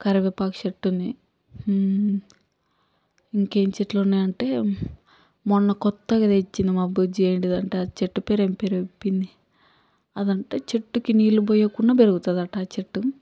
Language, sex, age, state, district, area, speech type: Telugu, female, 45-60, Telangana, Yadadri Bhuvanagiri, rural, spontaneous